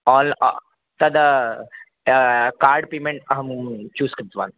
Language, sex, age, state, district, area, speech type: Sanskrit, male, 18-30, Madhya Pradesh, Chhindwara, urban, conversation